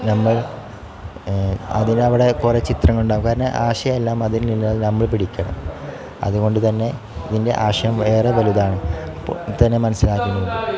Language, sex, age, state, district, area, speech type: Malayalam, male, 18-30, Kerala, Malappuram, rural, spontaneous